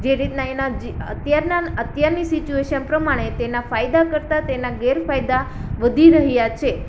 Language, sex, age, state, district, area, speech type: Gujarati, female, 18-30, Gujarat, Ahmedabad, urban, spontaneous